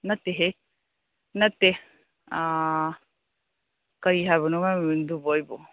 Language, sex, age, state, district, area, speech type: Manipuri, female, 45-60, Manipur, Imphal East, rural, conversation